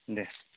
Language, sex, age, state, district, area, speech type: Bodo, male, 45-60, Assam, Baksa, rural, conversation